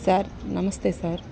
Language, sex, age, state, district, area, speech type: Telugu, female, 30-45, Andhra Pradesh, Bapatla, urban, spontaneous